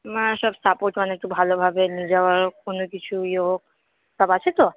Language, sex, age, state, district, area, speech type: Bengali, female, 30-45, West Bengal, Purba Bardhaman, rural, conversation